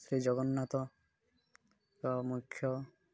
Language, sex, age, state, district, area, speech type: Odia, male, 30-45, Odisha, Malkangiri, urban, spontaneous